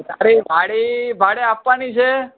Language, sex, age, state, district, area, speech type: Gujarati, male, 30-45, Gujarat, Surat, urban, conversation